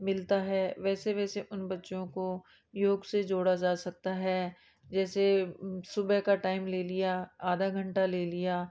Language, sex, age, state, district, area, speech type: Hindi, female, 30-45, Rajasthan, Jaipur, urban, spontaneous